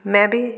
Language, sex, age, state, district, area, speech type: Hindi, female, 60+, Madhya Pradesh, Gwalior, rural, spontaneous